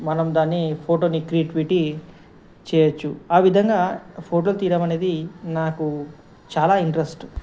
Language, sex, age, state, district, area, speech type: Telugu, male, 45-60, Telangana, Ranga Reddy, urban, spontaneous